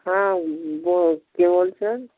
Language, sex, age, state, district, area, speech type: Bengali, male, 30-45, West Bengal, Dakshin Dinajpur, urban, conversation